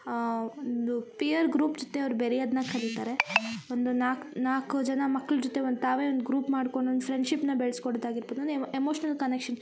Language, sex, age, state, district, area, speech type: Kannada, female, 18-30, Karnataka, Koppal, rural, spontaneous